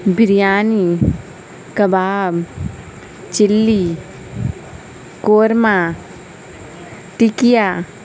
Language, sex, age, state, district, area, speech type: Urdu, female, 30-45, Bihar, Gaya, urban, spontaneous